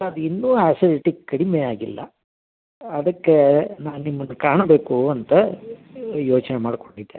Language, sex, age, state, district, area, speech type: Kannada, male, 60+, Karnataka, Dharwad, rural, conversation